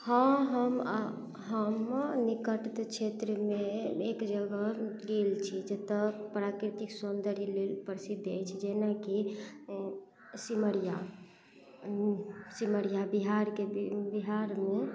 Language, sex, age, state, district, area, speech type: Maithili, female, 30-45, Bihar, Madhubani, rural, spontaneous